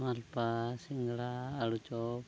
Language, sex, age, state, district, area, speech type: Santali, male, 45-60, Odisha, Mayurbhanj, rural, spontaneous